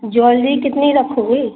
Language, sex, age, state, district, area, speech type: Hindi, female, 30-45, Madhya Pradesh, Gwalior, rural, conversation